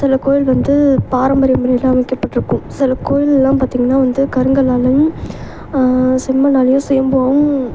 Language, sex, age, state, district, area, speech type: Tamil, female, 18-30, Tamil Nadu, Thanjavur, urban, spontaneous